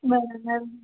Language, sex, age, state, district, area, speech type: Gujarati, female, 30-45, Gujarat, Rajkot, urban, conversation